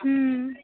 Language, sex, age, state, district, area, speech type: Maithili, female, 18-30, Bihar, Muzaffarpur, urban, conversation